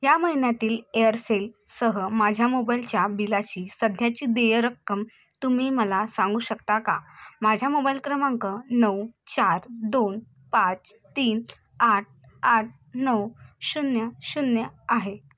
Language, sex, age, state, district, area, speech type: Marathi, female, 18-30, Maharashtra, Bhandara, rural, read